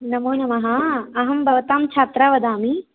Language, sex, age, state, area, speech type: Sanskrit, female, 30-45, Rajasthan, rural, conversation